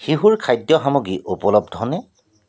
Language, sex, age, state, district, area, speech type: Assamese, male, 45-60, Assam, Tinsukia, urban, read